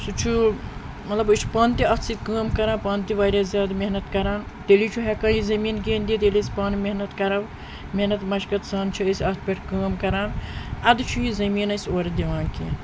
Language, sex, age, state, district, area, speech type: Kashmiri, female, 30-45, Jammu and Kashmir, Srinagar, urban, spontaneous